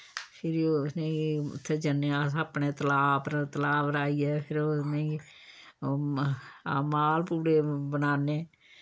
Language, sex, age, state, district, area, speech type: Dogri, female, 60+, Jammu and Kashmir, Samba, rural, spontaneous